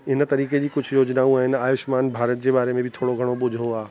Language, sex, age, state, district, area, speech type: Sindhi, male, 45-60, Uttar Pradesh, Lucknow, rural, spontaneous